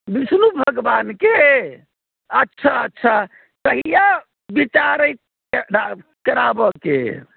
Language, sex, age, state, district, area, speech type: Maithili, male, 60+, Bihar, Sitamarhi, rural, conversation